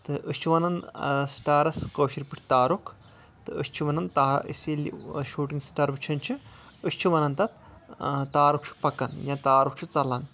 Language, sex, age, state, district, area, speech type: Kashmiri, male, 18-30, Jammu and Kashmir, Anantnag, rural, spontaneous